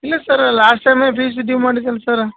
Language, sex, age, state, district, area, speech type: Kannada, male, 30-45, Karnataka, Gulbarga, urban, conversation